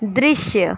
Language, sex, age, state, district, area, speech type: Hindi, other, 30-45, Uttar Pradesh, Sonbhadra, rural, read